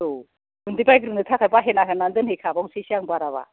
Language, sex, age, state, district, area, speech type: Bodo, female, 45-60, Assam, Kokrajhar, rural, conversation